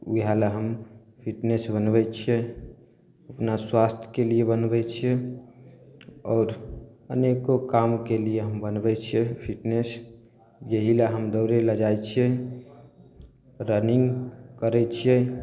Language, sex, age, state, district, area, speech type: Maithili, male, 18-30, Bihar, Samastipur, rural, spontaneous